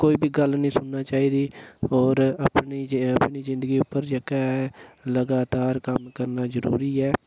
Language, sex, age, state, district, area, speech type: Dogri, male, 30-45, Jammu and Kashmir, Udhampur, rural, spontaneous